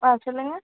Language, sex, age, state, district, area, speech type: Tamil, female, 30-45, Tamil Nadu, Mayiladuthurai, urban, conversation